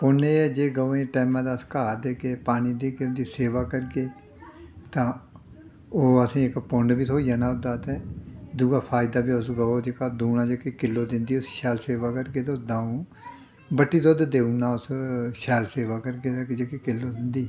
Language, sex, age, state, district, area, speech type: Dogri, male, 60+, Jammu and Kashmir, Udhampur, rural, spontaneous